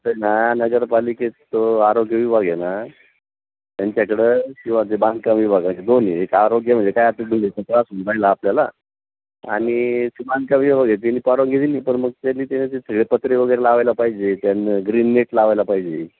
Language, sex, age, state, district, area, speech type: Marathi, male, 45-60, Maharashtra, Nashik, urban, conversation